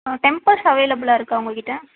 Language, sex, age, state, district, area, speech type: Tamil, female, 18-30, Tamil Nadu, Ranipet, rural, conversation